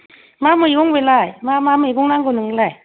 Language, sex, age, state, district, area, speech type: Bodo, female, 45-60, Assam, Kokrajhar, rural, conversation